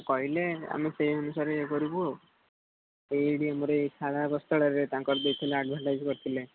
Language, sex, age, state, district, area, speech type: Odia, male, 18-30, Odisha, Jagatsinghpur, rural, conversation